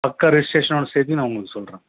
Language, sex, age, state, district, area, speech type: Tamil, male, 30-45, Tamil Nadu, Salem, urban, conversation